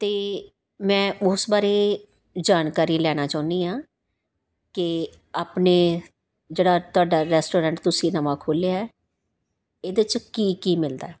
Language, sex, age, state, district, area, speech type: Punjabi, female, 45-60, Punjab, Tarn Taran, urban, spontaneous